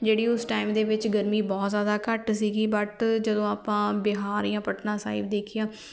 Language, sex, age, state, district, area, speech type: Punjabi, female, 18-30, Punjab, Fatehgarh Sahib, rural, spontaneous